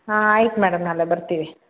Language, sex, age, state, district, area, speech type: Kannada, female, 30-45, Karnataka, Bangalore Rural, urban, conversation